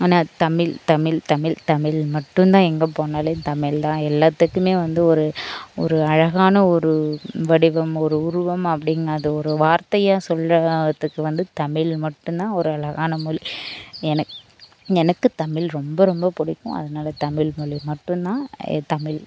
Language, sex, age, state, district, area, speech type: Tamil, female, 18-30, Tamil Nadu, Dharmapuri, rural, spontaneous